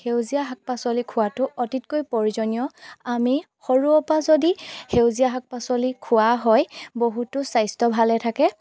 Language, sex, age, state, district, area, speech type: Assamese, female, 30-45, Assam, Golaghat, rural, spontaneous